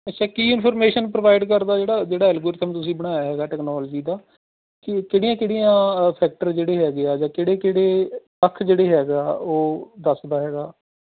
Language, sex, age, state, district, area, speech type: Punjabi, male, 45-60, Punjab, Rupnagar, urban, conversation